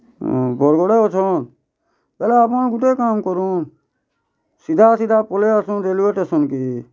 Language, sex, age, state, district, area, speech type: Odia, male, 30-45, Odisha, Bargarh, urban, spontaneous